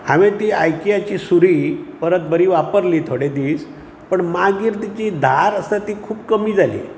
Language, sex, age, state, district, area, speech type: Goan Konkani, male, 60+, Goa, Bardez, urban, spontaneous